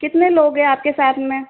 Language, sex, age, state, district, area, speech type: Hindi, female, 30-45, Rajasthan, Jaipur, urban, conversation